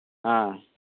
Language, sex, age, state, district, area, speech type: Manipuri, male, 30-45, Manipur, Churachandpur, rural, conversation